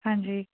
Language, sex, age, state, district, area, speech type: Punjabi, female, 30-45, Punjab, Bathinda, urban, conversation